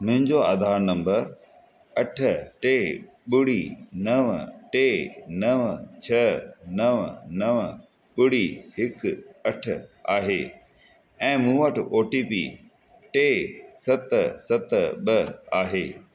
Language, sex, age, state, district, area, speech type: Sindhi, male, 45-60, Rajasthan, Ajmer, urban, read